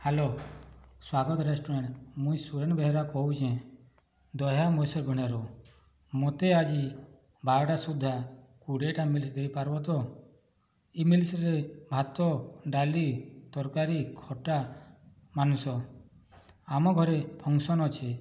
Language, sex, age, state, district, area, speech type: Odia, male, 45-60, Odisha, Boudh, rural, spontaneous